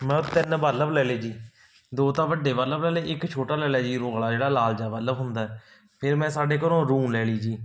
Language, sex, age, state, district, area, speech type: Punjabi, male, 45-60, Punjab, Barnala, rural, spontaneous